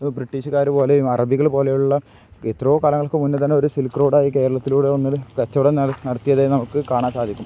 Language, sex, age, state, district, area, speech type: Malayalam, male, 18-30, Kerala, Kozhikode, rural, spontaneous